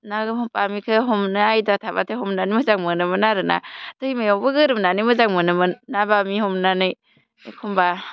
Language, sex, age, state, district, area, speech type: Bodo, female, 18-30, Assam, Baksa, rural, spontaneous